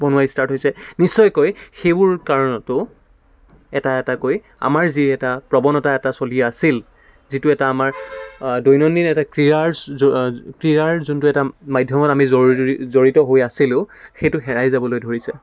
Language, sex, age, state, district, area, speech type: Assamese, male, 18-30, Assam, Dibrugarh, urban, spontaneous